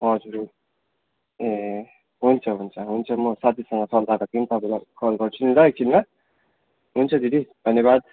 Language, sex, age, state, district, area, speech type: Nepali, male, 18-30, West Bengal, Darjeeling, rural, conversation